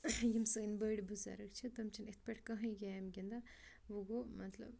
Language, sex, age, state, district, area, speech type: Kashmiri, female, 18-30, Jammu and Kashmir, Kupwara, rural, spontaneous